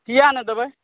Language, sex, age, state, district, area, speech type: Maithili, male, 30-45, Bihar, Saharsa, rural, conversation